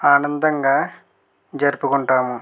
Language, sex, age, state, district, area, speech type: Telugu, male, 30-45, Andhra Pradesh, West Godavari, rural, spontaneous